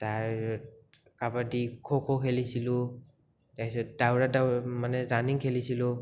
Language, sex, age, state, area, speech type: Assamese, male, 18-30, Assam, rural, spontaneous